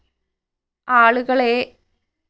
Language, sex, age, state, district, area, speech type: Malayalam, female, 30-45, Kerala, Wayanad, rural, spontaneous